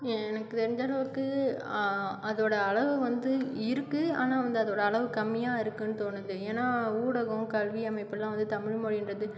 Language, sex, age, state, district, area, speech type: Tamil, female, 60+, Tamil Nadu, Cuddalore, rural, spontaneous